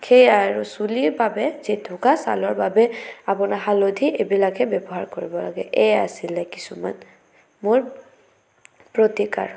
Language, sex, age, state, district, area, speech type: Assamese, female, 18-30, Assam, Sonitpur, rural, spontaneous